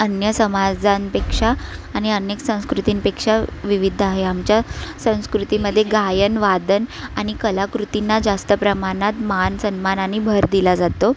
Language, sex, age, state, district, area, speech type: Marathi, female, 18-30, Maharashtra, Sindhudurg, rural, spontaneous